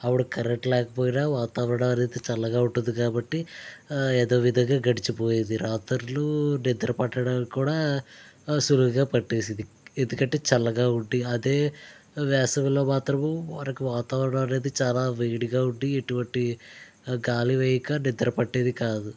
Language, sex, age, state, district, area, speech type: Telugu, male, 45-60, Andhra Pradesh, East Godavari, rural, spontaneous